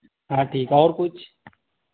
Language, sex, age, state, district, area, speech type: Hindi, male, 18-30, Madhya Pradesh, Betul, rural, conversation